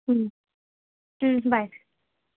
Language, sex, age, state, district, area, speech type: Bengali, female, 18-30, West Bengal, Dakshin Dinajpur, urban, conversation